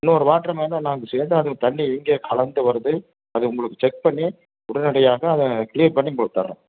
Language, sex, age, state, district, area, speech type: Tamil, male, 60+, Tamil Nadu, Tiruppur, rural, conversation